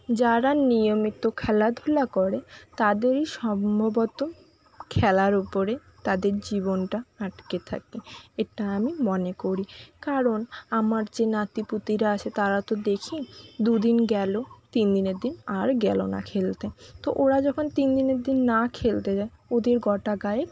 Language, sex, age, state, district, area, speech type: Bengali, female, 60+, West Bengal, Jhargram, rural, spontaneous